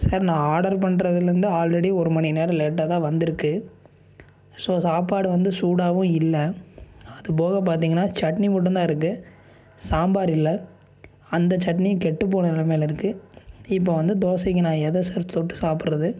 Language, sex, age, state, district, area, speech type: Tamil, male, 18-30, Tamil Nadu, Coimbatore, urban, spontaneous